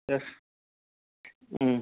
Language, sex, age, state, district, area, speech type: Tamil, male, 60+, Tamil Nadu, Ariyalur, rural, conversation